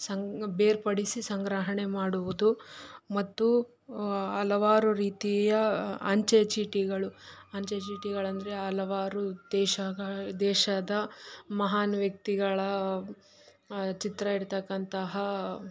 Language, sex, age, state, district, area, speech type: Kannada, female, 18-30, Karnataka, Chitradurga, rural, spontaneous